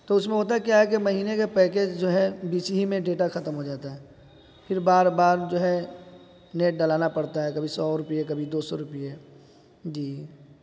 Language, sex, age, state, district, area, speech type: Urdu, male, 30-45, Bihar, East Champaran, urban, spontaneous